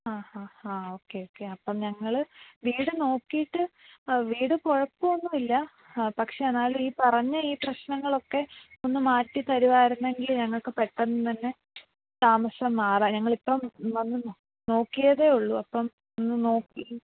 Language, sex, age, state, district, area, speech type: Malayalam, female, 18-30, Kerala, Pathanamthitta, rural, conversation